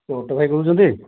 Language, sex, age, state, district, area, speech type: Odia, male, 30-45, Odisha, Kandhamal, rural, conversation